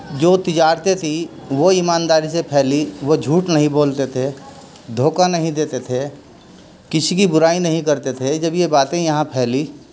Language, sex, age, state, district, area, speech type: Urdu, male, 60+, Uttar Pradesh, Muzaffarnagar, urban, spontaneous